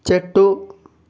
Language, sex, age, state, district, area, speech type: Telugu, male, 18-30, Telangana, Vikarabad, urban, read